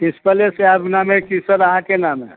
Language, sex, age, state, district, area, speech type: Maithili, male, 45-60, Bihar, Madhubani, rural, conversation